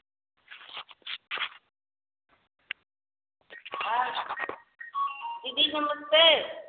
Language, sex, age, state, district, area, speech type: Hindi, female, 60+, Uttar Pradesh, Varanasi, rural, conversation